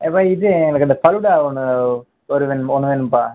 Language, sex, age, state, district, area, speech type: Tamil, male, 30-45, Tamil Nadu, Ariyalur, rural, conversation